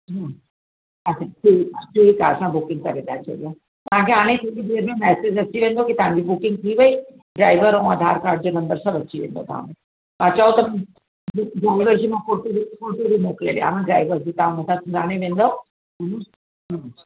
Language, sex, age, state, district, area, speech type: Sindhi, female, 60+, Uttar Pradesh, Lucknow, rural, conversation